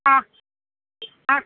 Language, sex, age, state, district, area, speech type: Kannada, female, 60+, Karnataka, Udupi, rural, conversation